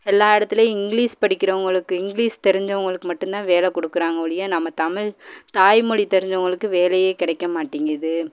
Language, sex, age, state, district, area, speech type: Tamil, female, 18-30, Tamil Nadu, Madurai, urban, spontaneous